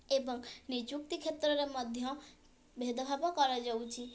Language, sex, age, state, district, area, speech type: Odia, female, 18-30, Odisha, Kendrapara, urban, spontaneous